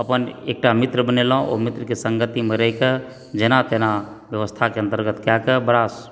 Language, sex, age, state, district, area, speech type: Maithili, female, 30-45, Bihar, Supaul, rural, spontaneous